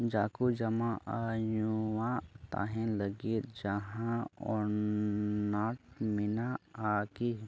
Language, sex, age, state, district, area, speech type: Santali, male, 18-30, Jharkhand, Pakur, rural, read